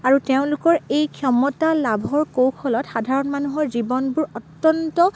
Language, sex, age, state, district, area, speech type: Assamese, female, 18-30, Assam, Dibrugarh, rural, spontaneous